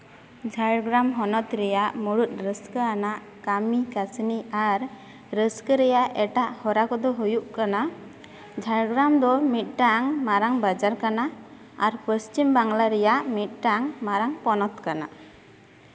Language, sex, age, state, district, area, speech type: Santali, female, 18-30, West Bengal, Jhargram, rural, spontaneous